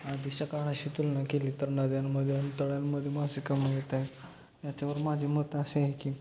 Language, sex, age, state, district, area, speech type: Marathi, male, 18-30, Maharashtra, Satara, urban, spontaneous